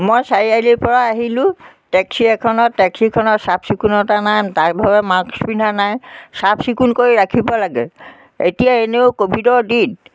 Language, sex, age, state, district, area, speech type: Assamese, female, 60+, Assam, Biswanath, rural, spontaneous